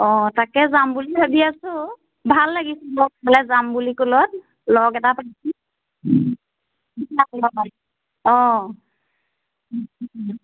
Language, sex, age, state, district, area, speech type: Assamese, female, 30-45, Assam, Majuli, urban, conversation